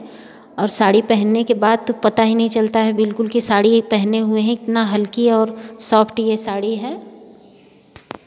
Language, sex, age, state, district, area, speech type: Hindi, female, 45-60, Uttar Pradesh, Varanasi, rural, spontaneous